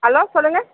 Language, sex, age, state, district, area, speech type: Tamil, female, 45-60, Tamil Nadu, Dharmapuri, rural, conversation